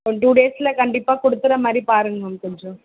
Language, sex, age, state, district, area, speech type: Tamil, female, 18-30, Tamil Nadu, Tiruvallur, urban, conversation